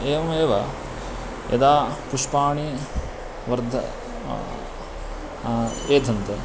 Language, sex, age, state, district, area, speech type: Sanskrit, male, 18-30, Karnataka, Uttara Kannada, rural, spontaneous